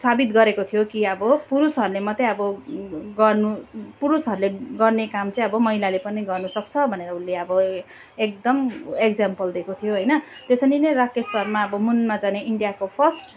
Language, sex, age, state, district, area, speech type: Nepali, female, 30-45, West Bengal, Darjeeling, rural, spontaneous